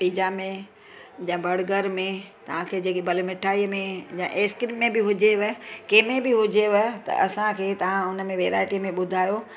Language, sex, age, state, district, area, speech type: Sindhi, female, 45-60, Gujarat, Surat, urban, spontaneous